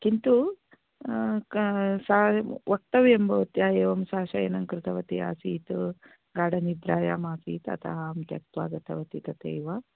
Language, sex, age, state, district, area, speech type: Sanskrit, female, 45-60, Karnataka, Uttara Kannada, urban, conversation